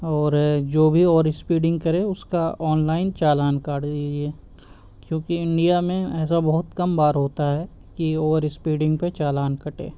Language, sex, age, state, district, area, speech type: Urdu, male, 18-30, Uttar Pradesh, Siddharthnagar, rural, spontaneous